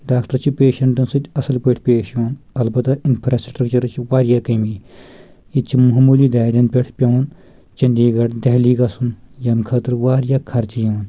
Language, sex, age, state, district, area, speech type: Kashmiri, male, 18-30, Jammu and Kashmir, Kulgam, rural, spontaneous